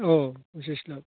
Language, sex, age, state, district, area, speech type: Bodo, male, 45-60, Assam, Baksa, urban, conversation